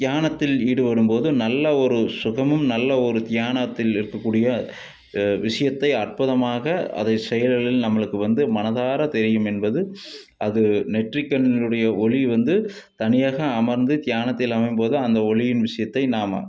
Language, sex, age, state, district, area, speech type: Tamil, male, 60+, Tamil Nadu, Tiruppur, urban, spontaneous